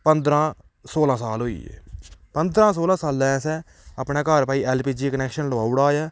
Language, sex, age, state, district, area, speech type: Dogri, male, 18-30, Jammu and Kashmir, Udhampur, rural, spontaneous